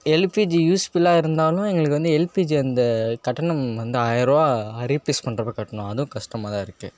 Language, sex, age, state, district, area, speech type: Tamil, male, 18-30, Tamil Nadu, Tiruchirappalli, rural, spontaneous